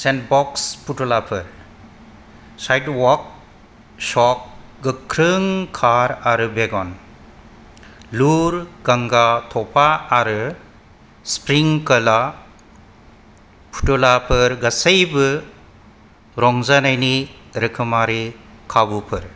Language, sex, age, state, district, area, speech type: Bodo, male, 45-60, Assam, Kokrajhar, rural, read